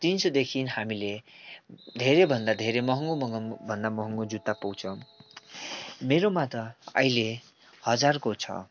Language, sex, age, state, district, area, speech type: Nepali, male, 18-30, West Bengal, Darjeeling, urban, spontaneous